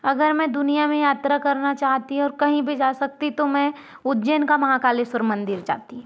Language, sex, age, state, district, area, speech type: Hindi, female, 60+, Madhya Pradesh, Balaghat, rural, spontaneous